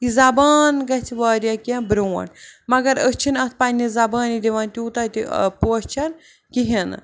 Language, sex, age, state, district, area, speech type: Kashmiri, female, 30-45, Jammu and Kashmir, Srinagar, urban, spontaneous